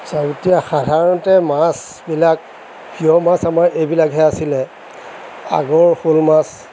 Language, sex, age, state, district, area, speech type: Assamese, male, 60+, Assam, Nagaon, rural, spontaneous